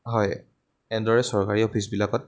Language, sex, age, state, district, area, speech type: Assamese, male, 18-30, Assam, Majuli, rural, spontaneous